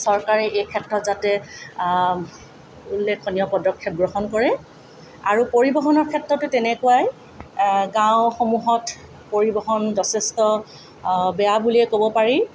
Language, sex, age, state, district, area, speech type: Assamese, female, 45-60, Assam, Tinsukia, rural, spontaneous